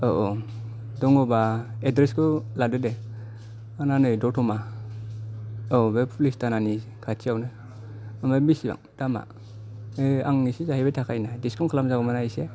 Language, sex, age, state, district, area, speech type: Bodo, male, 30-45, Assam, Kokrajhar, rural, spontaneous